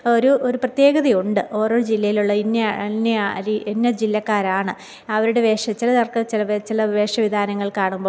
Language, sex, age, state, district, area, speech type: Malayalam, female, 30-45, Kerala, Thiruvananthapuram, rural, spontaneous